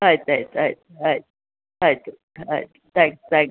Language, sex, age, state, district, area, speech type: Kannada, female, 60+, Karnataka, Udupi, rural, conversation